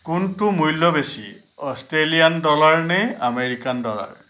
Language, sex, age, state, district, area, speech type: Assamese, male, 60+, Assam, Lakhimpur, urban, read